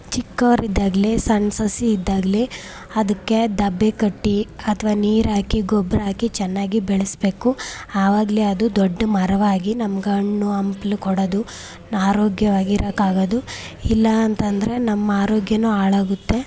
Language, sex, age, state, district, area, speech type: Kannada, female, 18-30, Karnataka, Chamarajanagar, urban, spontaneous